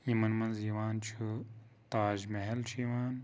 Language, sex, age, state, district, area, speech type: Kashmiri, male, 30-45, Jammu and Kashmir, Pulwama, rural, spontaneous